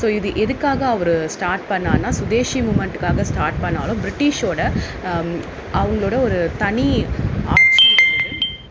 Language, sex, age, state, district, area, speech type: Tamil, female, 30-45, Tamil Nadu, Vellore, urban, spontaneous